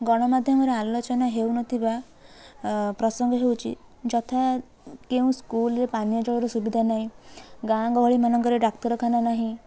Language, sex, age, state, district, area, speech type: Odia, female, 18-30, Odisha, Kalahandi, rural, spontaneous